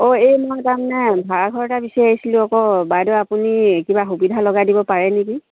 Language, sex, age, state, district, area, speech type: Assamese, female, 45-60, Assam, Dibrugarh, rural, conversation